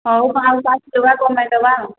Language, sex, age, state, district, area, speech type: Odia, female, 45-60, Odisha, Angul, rural, conversation